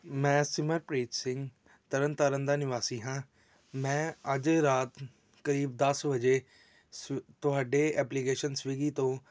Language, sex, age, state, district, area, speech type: Punjabi, male, 18-30, Punjab, Tarn Taran, urban, spontaneous